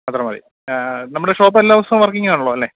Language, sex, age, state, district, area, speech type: Malayalam, male, 30-45, Kerala, Idukki, rural, conversation